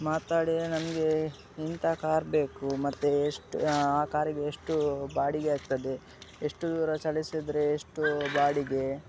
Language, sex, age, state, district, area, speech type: Kannada, male, 18-30, Karnataka, Udupi, rural, spontaneous